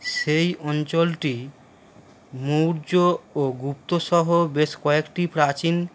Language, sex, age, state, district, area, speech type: Bengali, male, 30-45, West Bengal, Howrah, urban, spontaneous